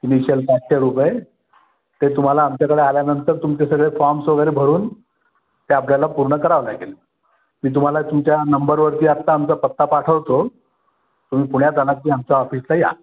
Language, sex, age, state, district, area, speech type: Marathi, male, 60+, Maharashtra, Pune, urban, conversation